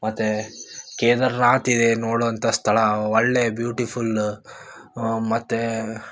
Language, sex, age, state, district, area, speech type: Kannada, male, 18-30, Karnataka, Gulbarga, urban, spontaneous